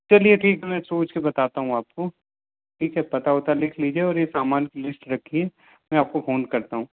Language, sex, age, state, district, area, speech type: Hindi, male, 45-60, Madhya Pradesh, Bhopal, urban, conversation